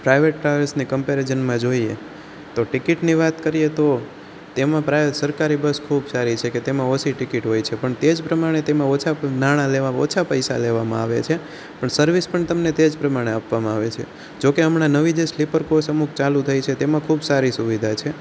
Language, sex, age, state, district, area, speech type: Gujarati, male, 18-30, Gujarat, Rajkot, rural, spontaneous